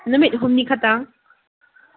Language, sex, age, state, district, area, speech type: Manipuri, female, 30-45, Manipur, Kakching, rural, conversation